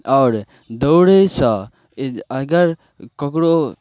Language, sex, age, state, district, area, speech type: Maithili, male, 18-30, Bihar, Darbhanga, rural, spontaneous